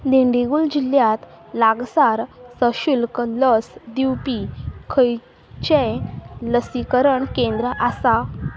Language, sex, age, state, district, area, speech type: Goan Konkani, female, 18-30, Goa, Quepem, rural, read